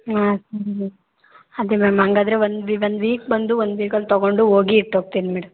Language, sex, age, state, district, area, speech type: Kannada, female, 18-30, Karnataka, Hassan, rural, conversation